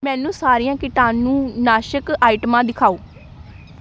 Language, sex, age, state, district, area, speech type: Punjabi, female, 18-30, Punjab, Amritsar, urban, read